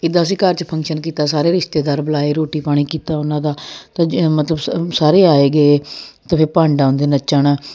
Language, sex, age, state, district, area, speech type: Punjabi, female, 30-45, Punjab, Jalandhar, urban, spontaneous